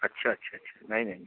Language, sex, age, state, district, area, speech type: Hindi, male, 45-60, Uttar Pradesh, Prayagraj, rural, conversation